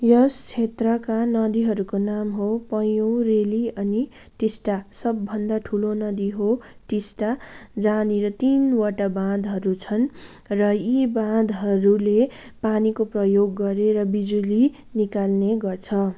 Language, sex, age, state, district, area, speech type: Nepali, female, 18-30, West Bengal, Kalimpong, rural, spontaneous